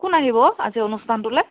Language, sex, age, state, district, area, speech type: Assamese, female, 30-45, Assam, Dhemaji, rural, conversation